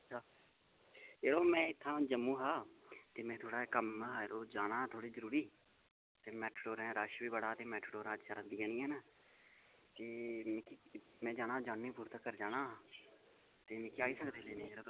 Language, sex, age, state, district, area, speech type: Dogri, male, 18-30, Jammu and Kashmir, Udhampur, rural, conversation